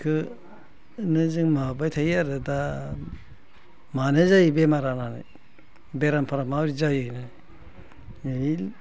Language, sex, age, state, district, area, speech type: Bodo, male, 60+, Assam, Udalguri, rural, spontaneous